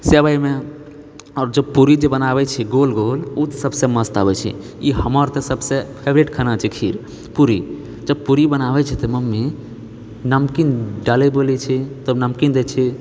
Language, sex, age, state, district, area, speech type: Maithili, male, 30-45, Bihar, Purnia, rural, spontaneous